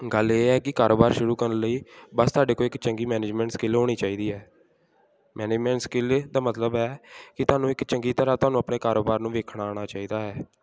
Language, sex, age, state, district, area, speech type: Punjabi, male, 18-30, Punjab, Gurdaspur, rural, spontaneous